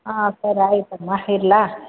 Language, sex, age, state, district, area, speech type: Kannada, female, 30-45, Karnataka, Bangalore Rural, urban, conversation